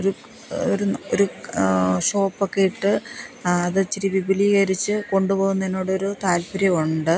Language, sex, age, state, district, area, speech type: Malayalam, female, 45-60, Kerala, Thiruvananthapuram, rural, spontaneous